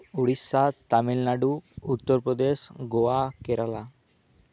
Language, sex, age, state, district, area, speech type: Santali, male, 18-30, West Bengal, Birbhum, rural, spontaneous